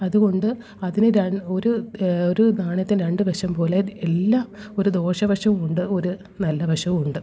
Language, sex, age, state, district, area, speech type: Malayalam, female, 30-45, Kerala, Kollam, rural, spontaneous